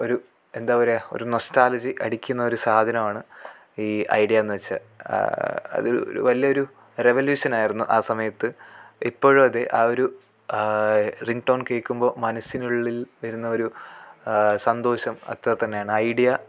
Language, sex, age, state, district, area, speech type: Malayalam, male, 18-30, Kerala, Kasaragod, rural, spontaneous